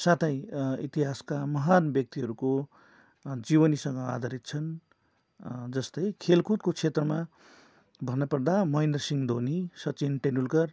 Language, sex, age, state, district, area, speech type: Nepali, male, 45-60, West Bengal, Darjeeling, rural, spontaneous